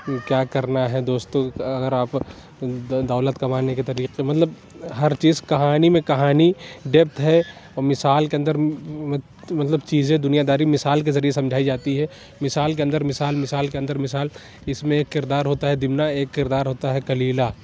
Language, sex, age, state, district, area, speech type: Urdu, male, 18-30, Uttar Pradesh, Lucknow, urban, spontaneous